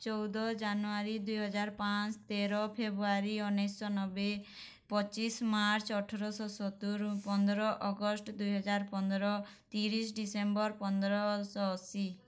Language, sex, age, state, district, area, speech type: Odia, female, 30-45, Odisha, Bargarh, urban, spontaneous